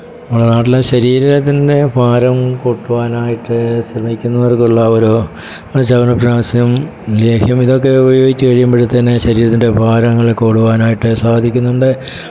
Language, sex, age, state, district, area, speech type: Malayalam, male, 60+, Kerala, Pathanamthitta, rural, spontaneous